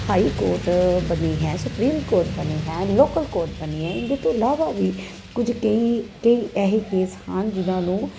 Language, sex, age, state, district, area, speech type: Punjabi, female, 30-45, Punjab, Kapurthala, urban, spontaneous